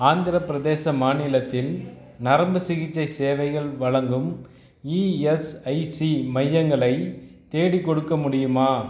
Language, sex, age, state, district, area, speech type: Tamil, male, 30-45, Tamil Nadu, Tiruchirappalli, rural, read